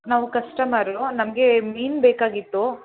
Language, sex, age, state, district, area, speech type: Kannada, female, 18-30, Karnataka, Mandya, urban, conversation